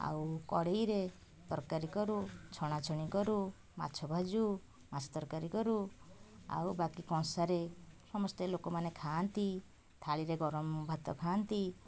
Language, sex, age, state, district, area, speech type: Odia, female, 45-60, Odisha, Puri, urban, spontaneous